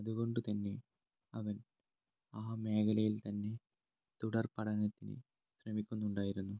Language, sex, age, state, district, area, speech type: Malayalam, male, 18-30, Kerala, Kannur, rural, spontaneous